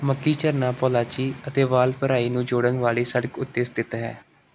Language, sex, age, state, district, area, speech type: Punjabi, male, 18-30, Punjab, Gurdaspur, urban, read